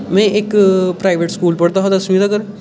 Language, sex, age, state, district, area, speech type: Dogri, male, 18-30, Jammu and Kashmir, Udhampur, rural, spontaneous